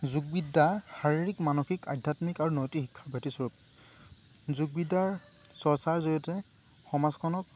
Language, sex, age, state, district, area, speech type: Assamese, male, 18-30, Assam, Lakhimpur, rural, spontaneous